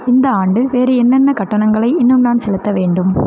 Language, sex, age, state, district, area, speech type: Tamil, female, 18-30, Tamil Nadu, Sivaganga, rural, read